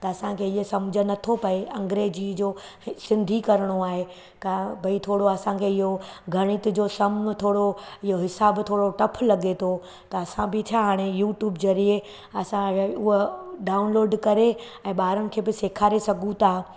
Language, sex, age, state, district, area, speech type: Sindhi, female, 30-45, Gujarat, Surat, urban, spontaneous